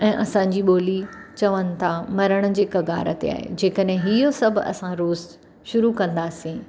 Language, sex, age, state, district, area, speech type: Sindhi, female, 45-60, Maharashtra, Mumbai Suburban, urban, spontaneous